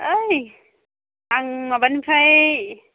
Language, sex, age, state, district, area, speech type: Bodo, female, 30-45, Assam, Baksa, rural, conversation